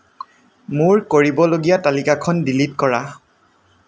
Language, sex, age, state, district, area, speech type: Assamese, male, 18-30, Assam, Lakhimpur, rural, read